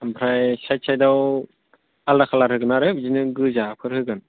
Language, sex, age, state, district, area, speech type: Bodo, male, 18-30, Assam, Chirang, rural, conversation